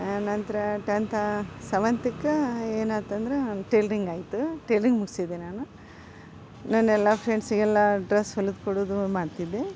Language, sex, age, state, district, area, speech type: Kannada, female, 45-60, Karnataka, Gadag, rural, spontaneous